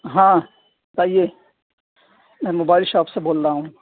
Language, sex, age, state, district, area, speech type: Urdu, female, 30-45, Delhi, South Delhi, rural, conversation